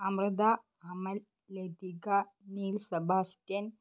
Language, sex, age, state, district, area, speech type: Malayalam, female, 18-30, Kerala, Wayanad, rural, spontaneous